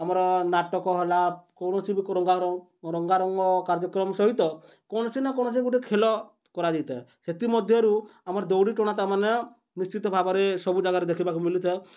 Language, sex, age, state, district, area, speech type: Odia, male, 30-45, Odisha, Bargarh, urban, spontaneous